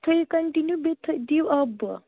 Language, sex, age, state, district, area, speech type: Kashmiri, female, 30-45, Jammu and Kashmir, Baramulla, rural, conversation